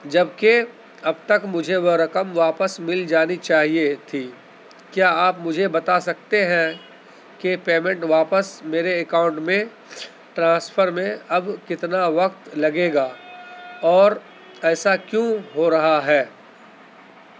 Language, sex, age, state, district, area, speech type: Urdu, male, 30-45, Delhi, Central Delhi, urban, spontaneous